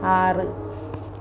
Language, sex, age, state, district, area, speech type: Malayalam, female, 45-60, Kerala, Malappuram, rural, read